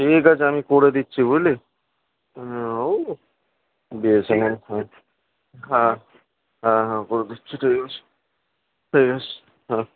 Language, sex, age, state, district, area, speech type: Bengali, male, 30-45, West Bengal, Kolkata, urban, conversation